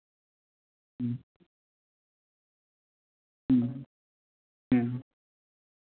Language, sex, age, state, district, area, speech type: Santali, male, 18-30, West Bengal, Bankura, rural, conversation